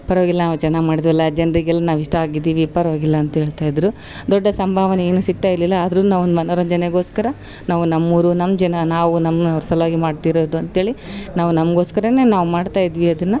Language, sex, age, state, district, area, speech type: Kannada, female, 45-60, Karnataka, Vijayanagara, rural, spontaneous